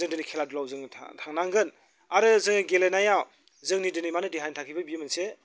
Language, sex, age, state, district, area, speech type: Bodo, male, 45-60, Assam, Chirang, rural, spontaneous